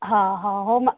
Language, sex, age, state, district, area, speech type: Odia, female, 60+, Odisha, Jharsuguda, rural, conversation